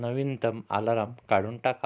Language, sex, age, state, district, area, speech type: Marathi, male, 30-45, Maharashtra, Amravati, rural, read